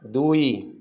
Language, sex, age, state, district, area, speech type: Odia, male, 45-60, Odisha, Ganjam, urban, read